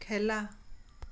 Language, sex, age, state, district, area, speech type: Assamese, female, 45-60, Assam, Tinsukia, urban, read